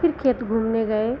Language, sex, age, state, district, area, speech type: Hindi, female, 60+, Uttar Pradesh, Lucknow, rural, spontaneous